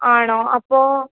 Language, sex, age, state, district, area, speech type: Malayalam, female, 18-30, Kerala, Alappuzha, rural, conversation